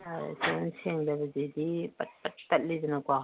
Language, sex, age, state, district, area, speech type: Manipuri, female, 60+, Manipur, Imphal East, rural, conversation